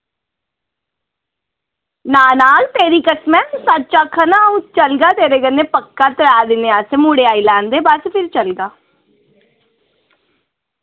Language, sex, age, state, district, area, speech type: Dogri, female, 18-30, Jammu and Kashmir, Udhampur, rural, conversation